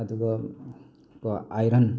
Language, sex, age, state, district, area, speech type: Manipuri, male, 30-45, Manipur, Thoubal, rural, spontaneous